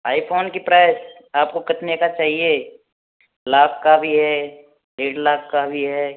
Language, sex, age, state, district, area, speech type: Hindi, male, 18-30, Rajasthan, Bharatpur, rural, conversation